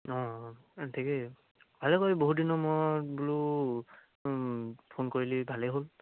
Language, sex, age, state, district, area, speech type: Assamese, male, 18-30, Assam, Charaideo, rural, conversation